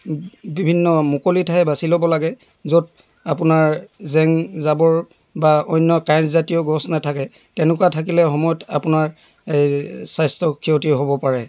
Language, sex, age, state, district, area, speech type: Assamese, male, 60+, Assam, Dibrugarh, rural, spontaneous